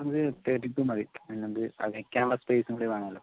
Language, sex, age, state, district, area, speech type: Malayalam, male, 45-60, Kerala, Palakkad, rural, conversation